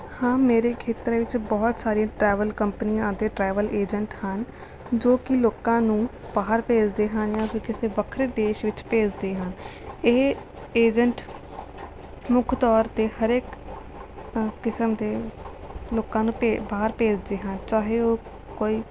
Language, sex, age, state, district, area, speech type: Punjabi, female, 18-30, Punjab, Rupnagar, rural, spontaneous